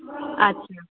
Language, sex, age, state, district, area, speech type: Maithili, female, 18-30, Bihar, Begusarai, rural, conversation